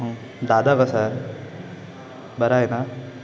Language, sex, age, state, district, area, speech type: Marathi, male, 18-30, Maharashtra, Ratnagiri, urban, spontaneous